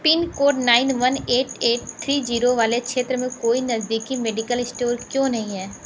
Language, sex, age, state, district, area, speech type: Hindi, female, 30-45, Uttar Pradesh, Sonbhadra, rural, read